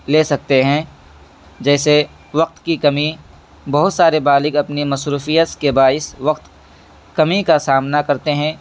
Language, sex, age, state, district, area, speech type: Urdu, male, 18-30, Delhi, East Delhi, urban, spontaneous